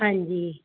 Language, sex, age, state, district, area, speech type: Punjabi, female, 18-30, Punjab, Muktsar, urban, conversation